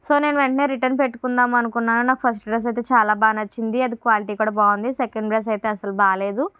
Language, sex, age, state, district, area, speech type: Telugu, female, 45-60, Andhra Pradesh, Kakinada, urban, spontaneous